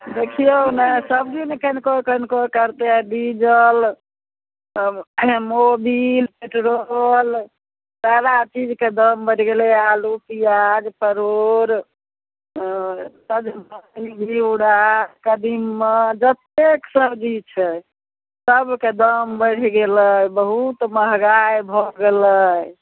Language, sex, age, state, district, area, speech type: Maithili, female, 60+, Bihar, Samastipur, rural, conversation